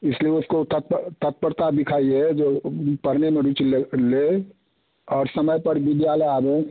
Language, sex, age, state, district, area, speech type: Hindi, male, 60+, Bihar, Darbhanga, rural, conversation